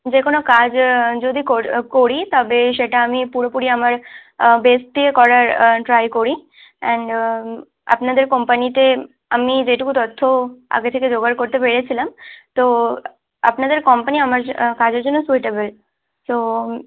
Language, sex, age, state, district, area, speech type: Bengali, female, 18-30, West Bengal, Malda, rural, conversation